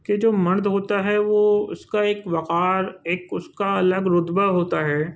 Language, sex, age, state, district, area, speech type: Urdu, male, 45-60, Uttar Pradesh, Gautam Buddha Nagar, urban, spontaneous